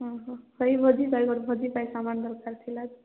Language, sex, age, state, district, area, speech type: Odia, female, 18-30, Odisha, Koraput, urban, conversation